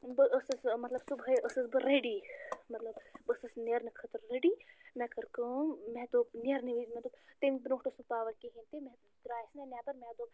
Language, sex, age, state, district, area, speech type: Kashmiri, female, 30-45, Jammu and Kashmir, Bandipora, rural, spontaneous